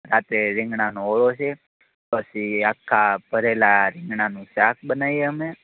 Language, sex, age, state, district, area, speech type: Gujarati, male, 30-45, Gujarat, Rajkot, urban, conversation